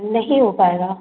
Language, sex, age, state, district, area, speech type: Hindi, female, 30-45, Madhya Pradesh, Gwalior, rural, conversation